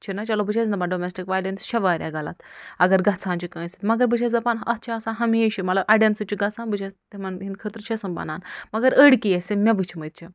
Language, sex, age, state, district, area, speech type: Kashmiri, female, 45-60, Jammu and Kashmir, Budgam, rural, spontaneous